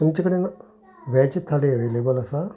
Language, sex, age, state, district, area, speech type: Goan Konkani, male, 45-60, Goa, Canacona, rural, spontaneous